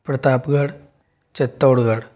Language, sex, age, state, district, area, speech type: Hindi, male, 45-60, Rajasthan, Jaipur, urban, spontaneous